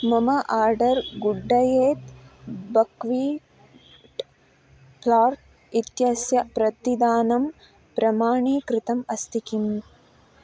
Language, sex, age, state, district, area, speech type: Sanskrit, female, 18-30, Karnataka, Uttara Kannada, rural, read